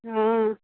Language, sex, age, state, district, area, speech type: Assamese, female, 30-45, Assam, Charaideo, rural, conversation